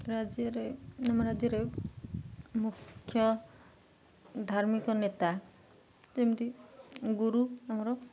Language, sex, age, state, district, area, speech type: Odia, female, 30-45, Odisha, Jagatsinghpur, urban, spontaneous